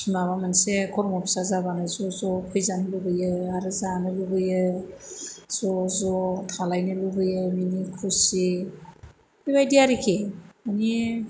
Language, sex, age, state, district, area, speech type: Bodo, female, 45-60, Assam, Chirang, rural, spontaneous